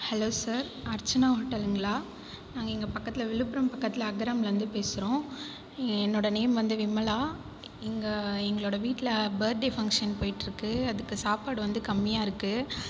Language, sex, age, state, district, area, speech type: Tamil, female, 18-30, Tamil Nadu, Viluppuram, urban, spontaneous